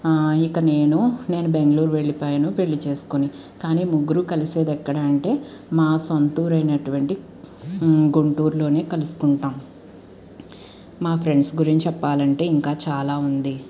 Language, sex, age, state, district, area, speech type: Telugu, female, 30-45, Andhra Pradesh, Guntur, urban, spontaneous